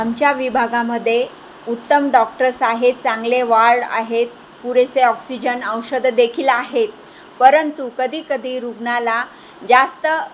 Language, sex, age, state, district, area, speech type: Marathi, female, 45-60, Maharashtra, Jalna, rural, spontaneous